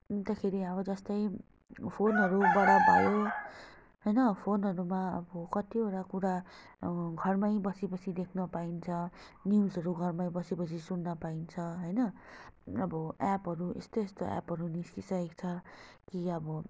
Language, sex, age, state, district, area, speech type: Nepali, female, 30-45, West Bengal, Darjeeling, rural, spontaneous